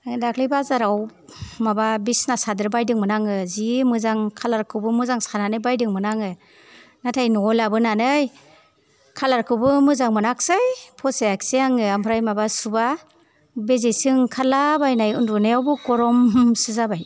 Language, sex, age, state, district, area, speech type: Bodo, female, 60+, Assam, Kokrajhar, rural, spontaneous